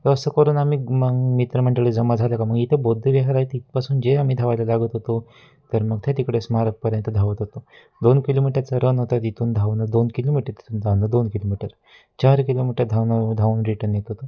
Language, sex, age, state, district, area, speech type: Marathi, male, 18-30, Maharashtra, Wardha, rural, spontaneous